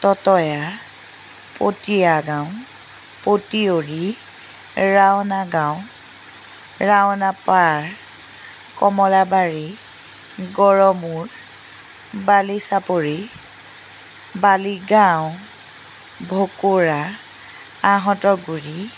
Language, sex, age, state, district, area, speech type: Assamese, female, 30-45, Assam, Majuli, rural, spontaneous